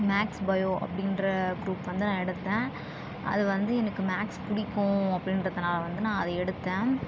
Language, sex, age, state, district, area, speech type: Tamil, female, 18-30, Tamil Nadu, Tiruvannamalai, urban, spontaneous